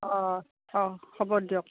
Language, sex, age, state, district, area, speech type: Assamese, female, 45-60, Assam, Dhemaji, rural, conversation